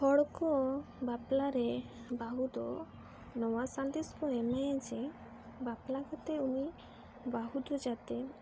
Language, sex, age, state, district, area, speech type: Santali, female, 18-30, West Bengal, Bankura, rural, spontaneous